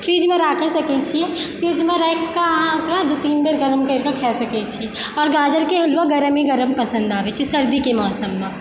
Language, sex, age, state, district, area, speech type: Maithili, female, 30-45, Bihar, Supaul, rural, spontaneous